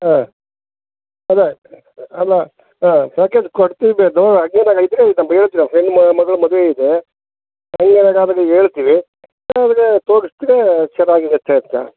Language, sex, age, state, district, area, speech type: Kannada, male, 60+, Karnataka, Kolar, urban, conversation